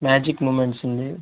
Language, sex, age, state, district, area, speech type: Telugu, male, 60+, Andhra Pradesh, Chittoor, rural, conversation